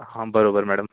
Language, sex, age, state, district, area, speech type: Marathi, male, 60+, Maharashtra, Yavatmal, urban, conversation